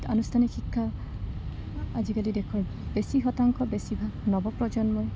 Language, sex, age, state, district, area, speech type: Assamese, female, 30-45, Assam, Morigaon, rural, spontaneous